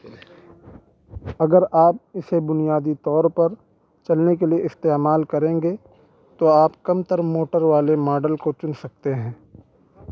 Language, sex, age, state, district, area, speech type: Urdu, male, 18-30, Uttar Pradesh, Saharanpur, urban, read